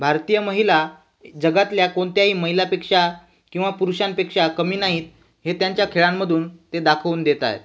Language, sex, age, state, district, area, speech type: Marathi, male, 18-30, Maharashtra, Washim, rural, spontaneous